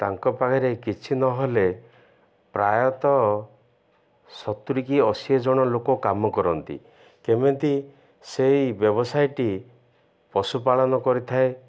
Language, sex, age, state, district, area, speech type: Odia, male, 60+, Odisha, Ganjam, urban, spontaneous